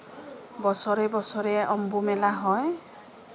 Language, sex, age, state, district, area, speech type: Assamese, female, 30-45, Assam, Kamrup Metropolitan, urban, spontaneous